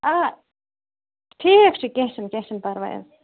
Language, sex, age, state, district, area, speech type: Kashmiri, female, 18-30, Jammu and Kashmir, Budgam, rural, conversation